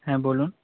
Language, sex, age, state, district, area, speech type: Bengali, male, 18-30, West Bengal, Nadia, rural, conversation